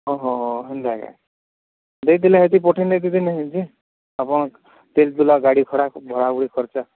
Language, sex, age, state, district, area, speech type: Odia, female, 45-60, Odisha, Nuapada, urban, conversation